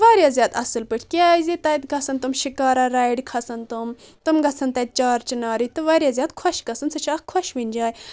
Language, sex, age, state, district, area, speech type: Kashmiri, female, 18-30, Jammu and Kashmir, Budgam, rural, spontaneous